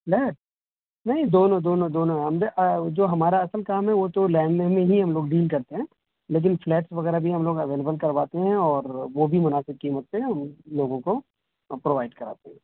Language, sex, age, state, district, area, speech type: Urdu, male, 18-30, Delhi, North West Delhi, urban, conversation